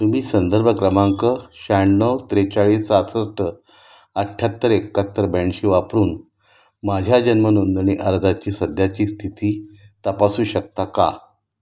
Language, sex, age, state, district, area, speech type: Marathi, male, 60+, Maharashtra, Nashik, urban, read